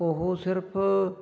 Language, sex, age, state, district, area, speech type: Punjabi, male, 18-30, Punjab, Fatehgarh Sahib, rural, spontaneous